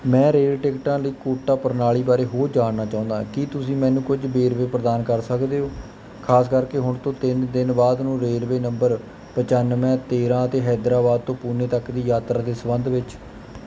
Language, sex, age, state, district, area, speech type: Punjabi, male, 18-30, Punjab, Kapurthala, rural, read